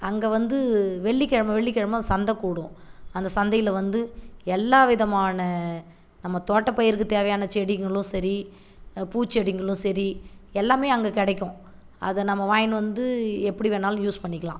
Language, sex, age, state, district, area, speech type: Tamil, female, 45-60, Tamil Nadu, Viluppuram, rural, spontaneous